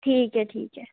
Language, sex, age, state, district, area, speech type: Hindi, female, 18-30, Rajasthan, Jodhpur, urban, conversation